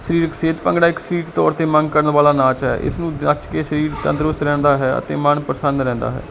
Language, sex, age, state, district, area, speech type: Punjabi, male, 45-60, Punjab, Barnala, rural, spontaneous